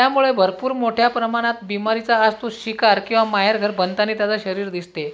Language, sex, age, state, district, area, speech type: Marathi, male, 30-45, Maharashtra, Washim, rural, spontaneous